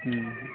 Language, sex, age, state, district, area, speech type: Odia, male, 30-45, Odisha, Balangir, urban, conversation